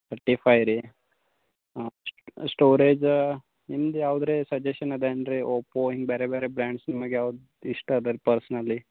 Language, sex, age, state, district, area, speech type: Kannada, male, 18-30, Karnataka, Gulbarga, rural, conversation